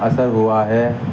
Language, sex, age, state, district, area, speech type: Urdu, male, 30-45, Uttar Pradesh, Muzaffarnagar, rural, spontaneous